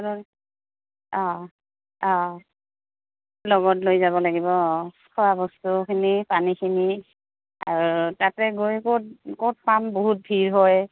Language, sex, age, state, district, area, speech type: Assamese, female, 18-30, Assam, Goalpara, rural, conversation